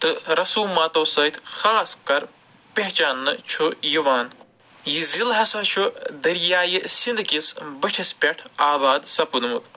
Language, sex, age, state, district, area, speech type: Kashmiri, male, 45-60, Jammu and Kashmir, Ganderbal, urban, spontaneous